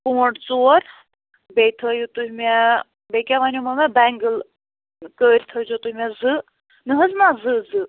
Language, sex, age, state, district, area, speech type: Kashmiri, female, 60+, Jammu and Kashmir, Ganderbal, rural, conversation